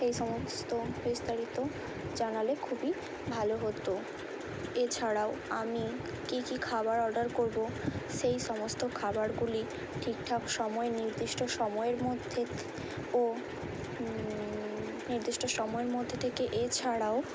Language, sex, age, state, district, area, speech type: Bengali, female, 18-30, West Bengal, Hooghly, urban, spontaneous